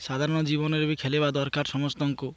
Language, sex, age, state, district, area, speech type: Odia, male, 30-45, Odisha, Malkangiri, urban, spontaneous